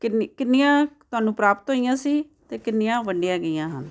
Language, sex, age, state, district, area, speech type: Punjabi, female, 60+, Punjab, Fazilka, rural, spontaneous